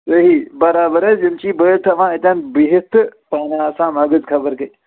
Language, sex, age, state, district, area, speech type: Kashmiri, male, 30-45, Jammu and Kashmir, Srinagar, urban, conversation